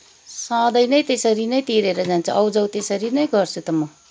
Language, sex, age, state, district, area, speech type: Nepali, female, 45-60, West Bengal, Kalimpong, rural, spontaneous